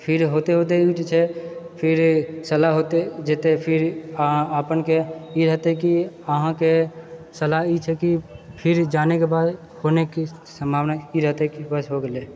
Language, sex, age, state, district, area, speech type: Maithili, male, 30-45, Bihar, Purnia, rural, spontaneous